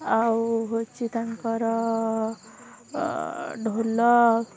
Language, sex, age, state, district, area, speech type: Odia, female, 18-30, Odisha, Bhadrak, rural, spontaneous